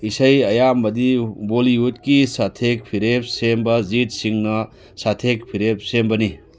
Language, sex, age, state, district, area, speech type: Manipuri, male, 60+, Manipur, Churachandpur, urban, read